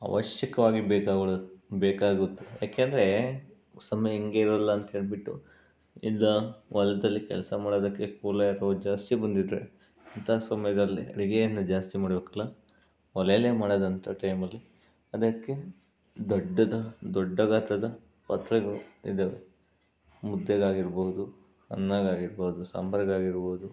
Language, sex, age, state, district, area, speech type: Kannada, male, 45-60, Karnataka, Bangalore Rural, urban, spontaneous